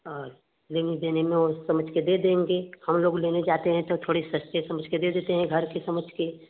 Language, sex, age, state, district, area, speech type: Hindi, female, 30-45, Uttar Pradesh, Varanasi, urban, conversation